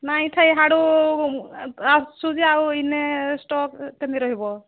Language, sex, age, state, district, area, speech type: Odia, female, 45-60, Odisha, Sambalpur, rural, conversation